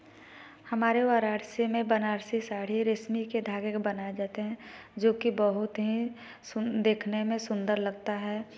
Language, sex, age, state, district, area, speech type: Hindi, female, 18-30, Uttar Pradesh, Varanasi, rural, spontaneous